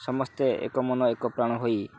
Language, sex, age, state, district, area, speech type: Odia, male, 30-45, Odisha, Kendrapara, urban, spontaneous